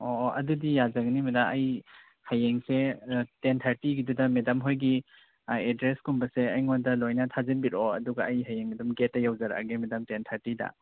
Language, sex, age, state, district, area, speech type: Manipuri, male, 30-45, Manipur, Chandel, rural, conversation